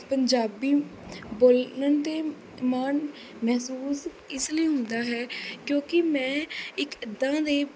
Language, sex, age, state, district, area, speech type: Punjabi, female, 18-30, Punjab, Kapurthala, urban, spontaneous